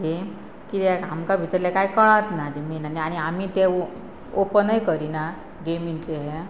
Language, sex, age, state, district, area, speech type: Goan Konkani, female, 30-45, Goa, Pernem, rural, spontaneous